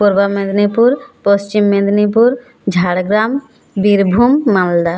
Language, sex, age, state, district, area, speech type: Bengali, female, 45-60, West Bengal, Jhargram, rural, spontaneous